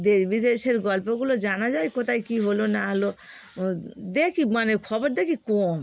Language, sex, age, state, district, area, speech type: Bengali, female, 60+, West Bengal, Darjeeling, rural, spontaneous